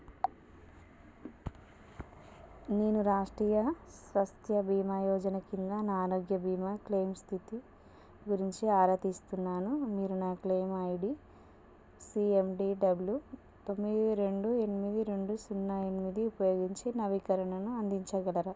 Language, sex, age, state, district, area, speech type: Telugu, female, 30-45, Telangana, Warangal, rural, read